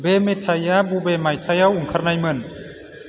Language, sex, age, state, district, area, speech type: Bodo, male, 30-45, Assam, Chirang, urban, read